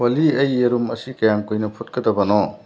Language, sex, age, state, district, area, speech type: Manipuri, male, 60+, Manipur, Churachandpur, urban, read